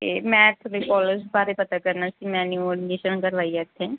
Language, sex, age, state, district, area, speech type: Punjabi, female, 30-45, Punjab, Mansa, urban, conversation